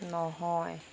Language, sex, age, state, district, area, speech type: Assamese, female, 18-30, Assam, Nagaon, rural, read